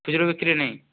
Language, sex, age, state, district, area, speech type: Bengali, male, 30-45, West Bengal, Purba Medinipur, rural, conversation